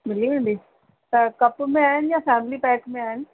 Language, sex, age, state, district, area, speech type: Sindhi, female, 30-45, Rajasthan, Ajmer, urban, conversation